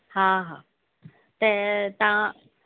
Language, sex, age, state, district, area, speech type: Sindhi, female, 30-45, Maharashtra, Thane, urban, conversation